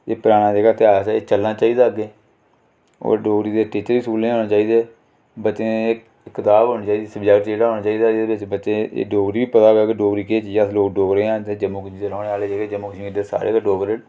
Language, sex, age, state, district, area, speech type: Dogri, male, 45-60, Jammu and Kashmir, Reasi, rural, spontaneous